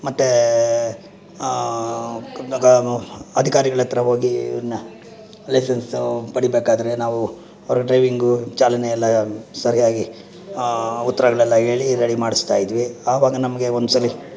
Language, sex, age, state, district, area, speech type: Kannada, male, 60+, Karnataka, Bangalore Urban, rural, spontaneous